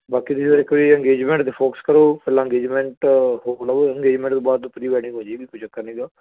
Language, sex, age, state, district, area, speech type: Punjabi, male, 30-45, Punjab, Firozpur, rural, conversation